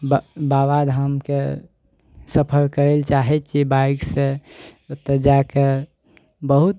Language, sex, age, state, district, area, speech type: Maithili, male, 18-30, Bihar, Araria, rural, spontaneous